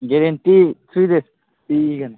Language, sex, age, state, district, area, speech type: Manipuri, male, 18-30, Manipur, Kangpokpi, urban, conversation